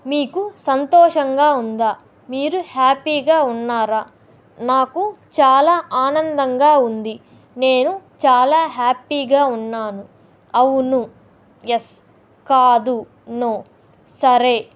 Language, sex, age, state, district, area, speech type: Telugu, female, 18-30, Andhra Pradesh, Kadapa, rural, spontaneous